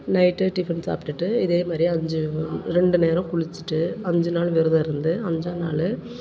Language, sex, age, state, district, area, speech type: Tamil, female, 45-60, Tamil Nadu, Perambalur, urban, spontaneous